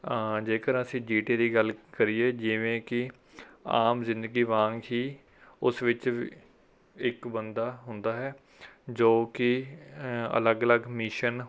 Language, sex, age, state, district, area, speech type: Punjabi, male, 18-30, Punjab, Rupnagar, urban, spontaneous